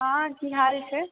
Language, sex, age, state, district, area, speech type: Maithili, female, 18-30, Bihar, Supaul, urban, conversation